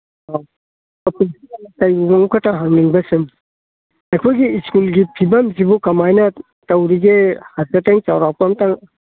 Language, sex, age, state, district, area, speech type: Manipuri, male, 60+, Manipur, Kangpokpi, urban, conversation